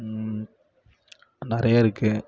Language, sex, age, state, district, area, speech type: Tamil, male, 18-30, Tamil Nadu, Kallakurichi, rural, spontaneous